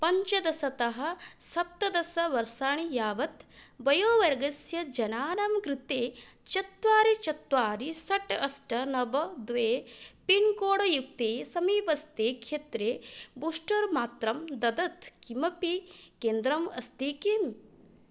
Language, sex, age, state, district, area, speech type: Sanskrit, female, 18-30, Odisha, Puri, rural, read